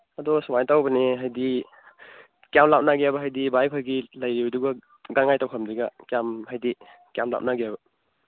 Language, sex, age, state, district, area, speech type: Manipuri, male, 18-30, Manipur, Churachandpur, rural, conversation